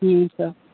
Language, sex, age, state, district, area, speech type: Hindi, male, 30-45, Uttar Pradesh, Mau, rural, conversation